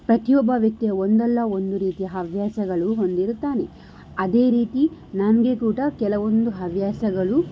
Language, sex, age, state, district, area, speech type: Kannada, female, 18-30, Karnataka, Tumkur, rural, spontaneous